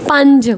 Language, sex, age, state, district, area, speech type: Punjabi, female, 18-30, Punjab, Patiala, rural, read